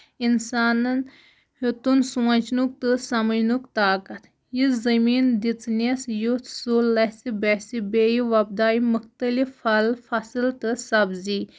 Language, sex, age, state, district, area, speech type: Kashmiri, female, 30-45, Jammu and Kashmir, Kulgam, rural, spontaneous